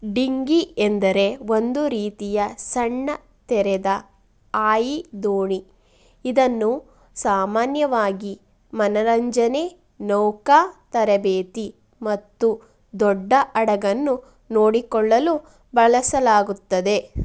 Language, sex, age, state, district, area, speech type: Kannada, female, 30-45, Karnataka, Mandya, rural, read